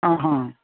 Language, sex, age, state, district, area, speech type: Telugu, male, 30-45, Andhra Pradesh, Bapatla, urban, conversation